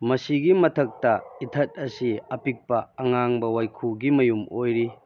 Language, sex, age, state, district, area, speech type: Manipuri, male, 30-45, Manipur, Kakching, rural, read